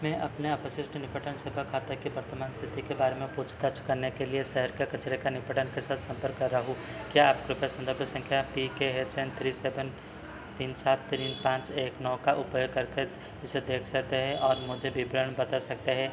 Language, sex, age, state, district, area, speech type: Hindi, male, 18-30, Madhya Pradesh, Seoni, urban, read